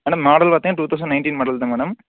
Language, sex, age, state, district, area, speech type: Tamil, male, 18-30, Tamil Nadu, Coimbatore, urban, conversation